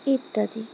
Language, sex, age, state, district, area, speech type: Bengali, female, 30-45, West Bengal, Alipurduar, rural, spontaneous